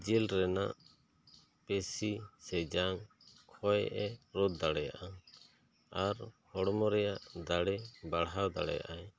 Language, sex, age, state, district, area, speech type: Santali, male, 30-45, West Bengal, Bankura, rural, spontaneous